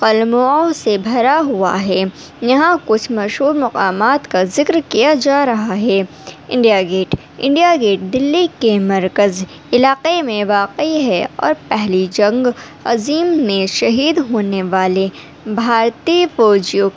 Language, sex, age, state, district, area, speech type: Urdu, female, 18-30, Delhi, North East Delhi, urban, spontaneous